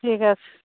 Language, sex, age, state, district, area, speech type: Bengali, female, 45-60, West Bengal, Darjeeling, urban, conversation